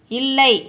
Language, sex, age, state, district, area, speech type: Tamil, female, 30-45, Tamil Nadu, Chennai, urban, read